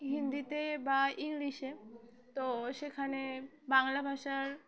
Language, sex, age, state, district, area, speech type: Bengali, female, 18-30, West Bengal, Dakshin Dinajpur, urban, spontaneous